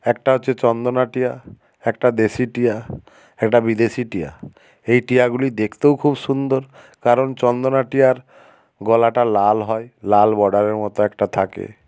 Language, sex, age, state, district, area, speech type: Bengali, male, 60+, West Bengal, Nadia, rural, spontaneous